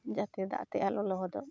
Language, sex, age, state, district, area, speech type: Santali, female, 30-45, West Bengal, Uttar Dinajpur, rural, spontaneous